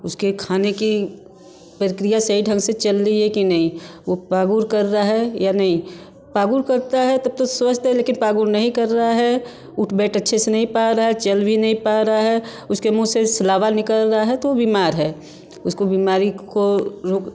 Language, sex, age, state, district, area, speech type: Hindi, female, 45-60, Uttar Pradesh, Varanasi, urban, spontaneous